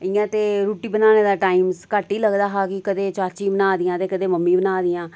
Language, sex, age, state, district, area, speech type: Dogri, female, 30-45, Jammu and Kashmir, Reasi, rural, spontaneous